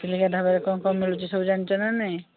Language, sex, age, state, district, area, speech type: Odia, female, 45-60, Odisha, Nayagarh, rural, conversation